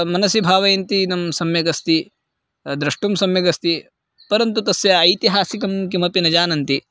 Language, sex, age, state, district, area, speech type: Sanskrit, male, 18-30, Karnataka, Bagalkot, rural, spontaneous